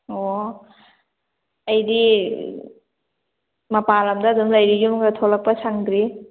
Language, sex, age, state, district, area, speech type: Manipuri, female, 30-45, Manipur, Kakching, rural, conversation